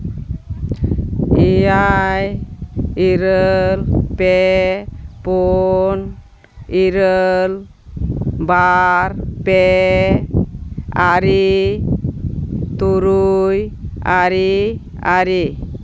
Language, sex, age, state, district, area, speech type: Santali, female, 45-60, West Bengal, Malda, rural, read